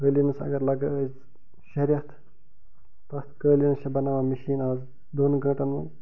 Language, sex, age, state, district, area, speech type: Kashmiri, male, 30-45, Jammu and Kashmir, Bandipora, rural, spontaneous